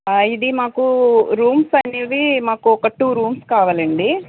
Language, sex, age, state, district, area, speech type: Telugu, male, 18-30, Andhra Pradesh, Guntur, urban, conversation